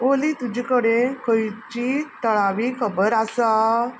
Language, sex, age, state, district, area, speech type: Goan Konkani, female, 45-60, Goa, Quepem, rural, read